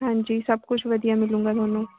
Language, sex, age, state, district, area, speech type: Punjabi, female, 18-30, Punjab, Shaheed Bhagat Singh Nagar, rural, conversation